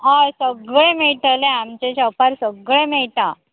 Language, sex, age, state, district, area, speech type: Goan Konkani, female, 45-60, Goa, Murmgao, rural, conversation